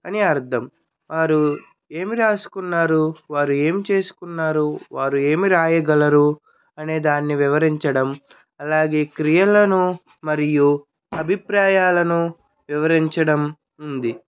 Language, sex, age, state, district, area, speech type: Telugu, male, 18-30, Andhra Pradesh, N T Rama Rao, urban, spontaneous